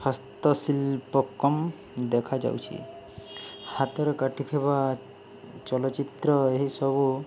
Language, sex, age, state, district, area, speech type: Odia, male, 30-45, Odisha, Balangir, urban, spontaneous